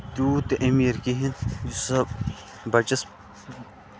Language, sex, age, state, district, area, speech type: Kashmiri, male, 18-30, Jammu and Kashmir, Bandipora, rural, spontaneous